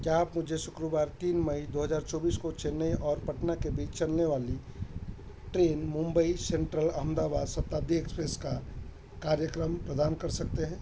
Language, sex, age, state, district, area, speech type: Hindi, male, 45-60, Madhya Pradesh, Chhindwara, rural, read